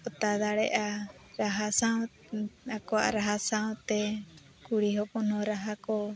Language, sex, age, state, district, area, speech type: Santali, female, 45-60, Odisha, Mayurbhanj, rural, spontaneous